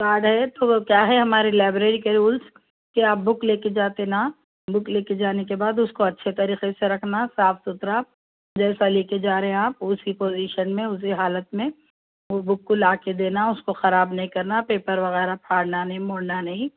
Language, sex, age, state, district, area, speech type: Urdu, female, 30-45, Telangana, Hyderabad, urban, conversation